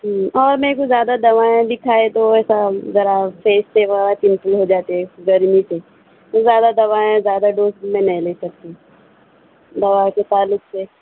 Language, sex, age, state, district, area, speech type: Urdu, female, 18-30, Telangana, Hyderabad, urban, conversation